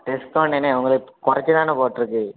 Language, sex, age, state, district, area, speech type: Tamil, male, 18-30, Tamil Nadu, Thoothukudi, rural, conversation